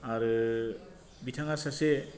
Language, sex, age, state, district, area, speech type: Bodo, male, 45-60, Assam, Baksa, rural, spontaneous